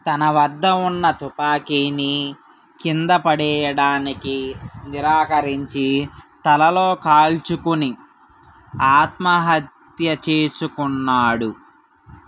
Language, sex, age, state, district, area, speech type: Telugu, male, 18-30, Andhra Pradesh, Srikakulam, urban, read